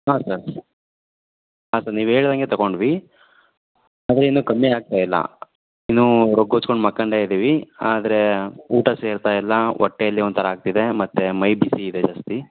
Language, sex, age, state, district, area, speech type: Kannada, male, 45-60, Karnataka, Davanagere, rural, conversation